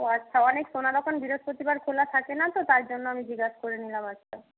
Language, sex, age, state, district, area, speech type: Bengali, female, 18-30, West Bengal, Purba Medinipur, rural, conversation